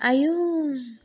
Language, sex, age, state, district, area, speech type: Bodo, female, 18-30, Assam, Kokrajhar, rural, read